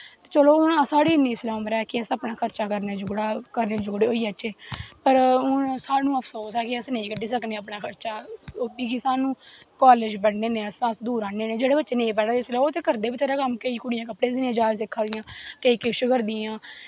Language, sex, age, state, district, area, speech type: Dogri, female, 18-30, Jammu and Kashmir, Kathua, rural, spontaneous